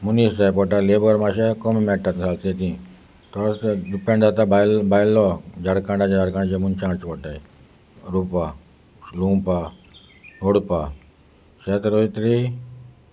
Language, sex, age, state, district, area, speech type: Goan Konkani, male, 60+, Goa, Salcete, rural, spontaneous